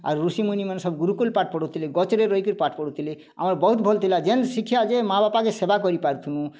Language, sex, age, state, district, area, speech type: Odia, male, 45-60, Odisha, Kalahandi, rural, spontaneous